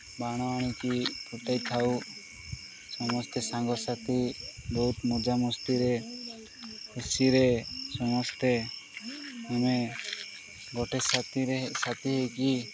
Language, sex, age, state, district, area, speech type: Odia, male, 18-30, Odisha, Nabarangpur, urban, spontaneous